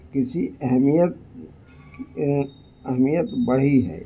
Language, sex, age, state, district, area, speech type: Urdu, male, 60+, Bihar, Gaya, urban, spontaneous